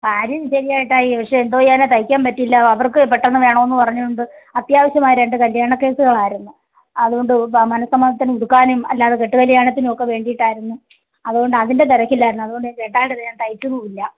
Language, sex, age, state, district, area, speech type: Malayalam, female, 45-60, Kerala, Kollam, rural, conversation